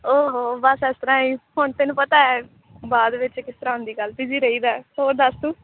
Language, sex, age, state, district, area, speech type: Punjabi, female, 18-30, Punjab, Amritsar, urban, conversation